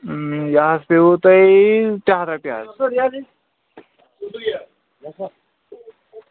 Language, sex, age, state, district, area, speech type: Kashmiri, male, 30-45, Jammu and Kashmir, Kulgam, rural, conversation